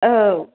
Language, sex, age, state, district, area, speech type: Bodo, female, 45-60, Assam, Chirang, rural, conversation